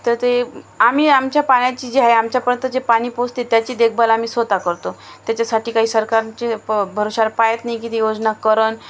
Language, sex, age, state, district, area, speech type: Marathi, female, 30-45, Maharashtra, Washim, urban, spontaneous